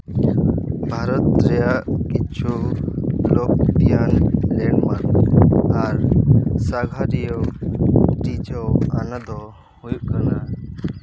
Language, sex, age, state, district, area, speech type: Santali, male, 18-30, West Bengal, Purba Bardhaman, rural, spontaneous